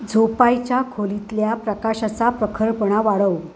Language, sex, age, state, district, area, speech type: Marathi, female, 45-60, Maharashtra, Ratnagiri, rural, read